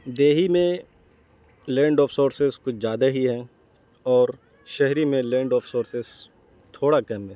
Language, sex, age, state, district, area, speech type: Urdu, male, 18-30, Bihar, Saharsa, urban, spontaneous